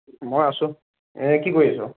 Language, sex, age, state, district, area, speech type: Assamese, male, 45-60, Assam, Morigaon, rural, conversation